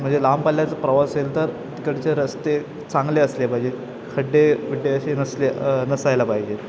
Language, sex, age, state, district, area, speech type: Marathi, male, 18-30, Maharashtra, Ratnagiri, urban, spontaneous